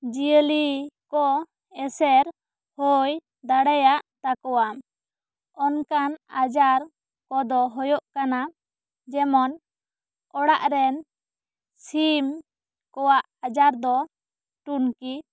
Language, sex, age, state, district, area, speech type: Santali, female, 18-30, West Bengal, Bankura, rural, spontaneous